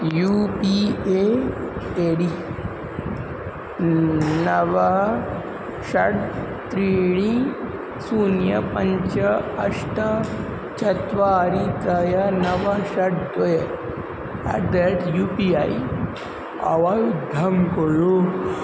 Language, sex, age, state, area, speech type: Sanskrit, male, 18-30, Uttar Pradesh, urban, read